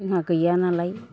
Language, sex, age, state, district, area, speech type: Bodo, male, 60+, Assam, Chirang, rural, spontaneous